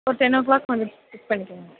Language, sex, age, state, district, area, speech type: Tamil, female, 18-30, Tamil Nadu, Pudukkottai, rural, conversation